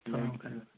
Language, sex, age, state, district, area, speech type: Kashmiri, male, 30-45, Jammu and Kashmir, Kupwara, rural, conversation